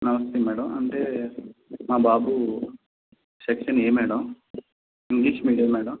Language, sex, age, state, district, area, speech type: Telugu, male, 30-45, Andhra Pradesh, Konaseema, urban, conversation